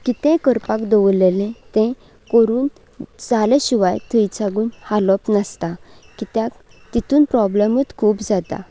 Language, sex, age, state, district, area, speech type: Goan Konkani, female, 18-30, Goa, Canacona, rural, spontaneous